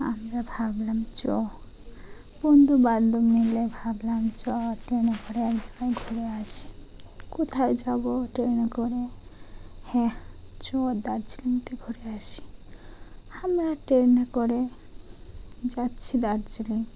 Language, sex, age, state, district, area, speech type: Bengali, female, 30-45, West Bengal, Dakshin Dinajpur, urban, spontaneous